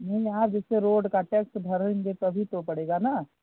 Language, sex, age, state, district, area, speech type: Hindi, male, 18-30, Uttar Pradesh, Prayagraj, urban, conversation